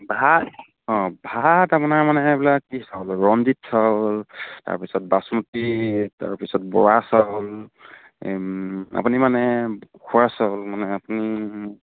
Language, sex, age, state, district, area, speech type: Assamese, male, 18-30, Assam, Sivasagar, rural, conversation